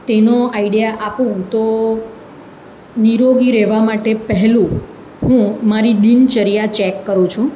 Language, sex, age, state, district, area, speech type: Gujarati, female, 45-60, Gujarat, Surat, urban, spontaneous